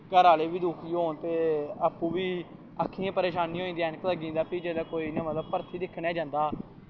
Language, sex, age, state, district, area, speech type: Dogri, male, 18-30, Jammu and Kashmir, Samba, rural, spontaneous